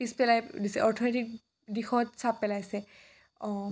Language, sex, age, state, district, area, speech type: Assamese, female, 18-30, Assam, Dhemaji, rural, spontaneous